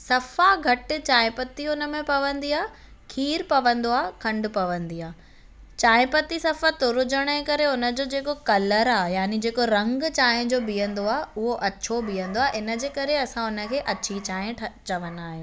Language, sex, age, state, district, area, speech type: Sindhi, female, 18-30, Maharashtra, Thane, urban, spontaneous